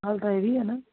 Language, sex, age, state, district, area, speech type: Punjabi, female, 30-45, Punjab, Jalandhar, rural, conversation